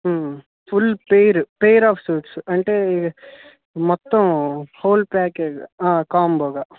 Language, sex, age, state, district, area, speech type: Telugu, male, 18-30, Andhra Pradesh, Bapatla, urban, conversation